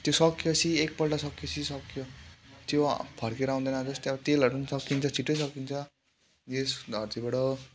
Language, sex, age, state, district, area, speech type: Nepali, male, 18-30, West Bengal, Kalimpong, rural, spontaneous